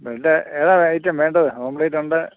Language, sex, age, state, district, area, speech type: Malayalam, male, 60+, Kerala, Kottayam, urban, conversation